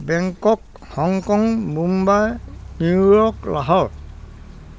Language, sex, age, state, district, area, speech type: Assamese, male, 60+, Assam, Dhemaji, rural, spontaneous